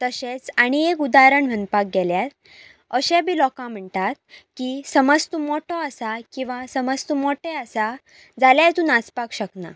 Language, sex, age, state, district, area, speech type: Goan Konkani, female, 18-30, Goa, Pernem, rural, spontaneous